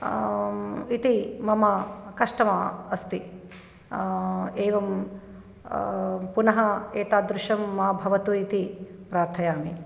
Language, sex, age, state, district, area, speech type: Sanskrit, female, 45-60, Telangana, Nirmal, urban, spontaneous